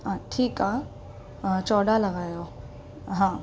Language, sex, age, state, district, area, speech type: Sindhi, female, 18-30, Maharashtra, Mumbai Suburban, urban, spontaneous